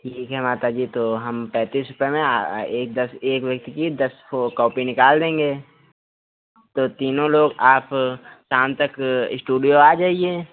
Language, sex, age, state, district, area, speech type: Hindi, male, 30-45, Uttar Pradesh, Lucknow, rural, conversation